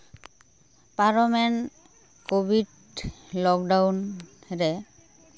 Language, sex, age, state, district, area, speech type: Santali, female, 30-45, West Bengal, Bankura, rural, spontaneous